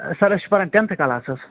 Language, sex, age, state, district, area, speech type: Kashmiri, male, 30-45, Jammu and Kashmir, Kupwara, urban, conversation